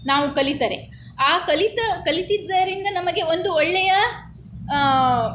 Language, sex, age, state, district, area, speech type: Kannada, female, 60+, Karnataka, Shimoga, rural, spontaneous